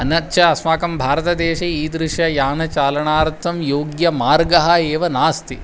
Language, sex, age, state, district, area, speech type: Sanskrit, male, 45-60, Tamil Nadu, Kanchipuram, urban, spontaneous